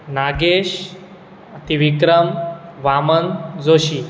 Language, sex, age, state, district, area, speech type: Goan Konkani, male, 18-30, Goa, Bardez, urban, spontaneous